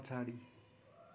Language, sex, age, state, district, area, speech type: Nepali, male, 18-30, West Bengal, Darjeeling, rural, read